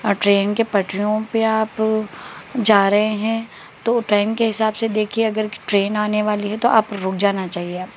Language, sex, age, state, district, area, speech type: Urdu, female, 18-30, Telangana, Hyderabad, urban, spontaneous